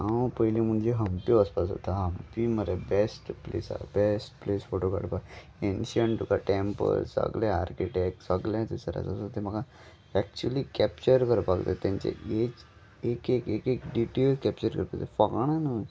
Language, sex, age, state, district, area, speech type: Goan Konkani, male, 30-45, Goa, Salcete, rural, spontaneous